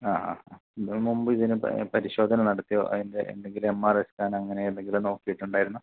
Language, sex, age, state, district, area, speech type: Malayalam, male, 30-45, Kerala, Kasaragod, urban, conversation